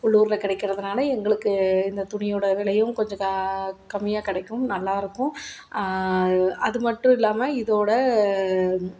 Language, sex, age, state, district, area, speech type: Tamil, female, 30-45, Tamil Nadu, Salem, rural, spontaneous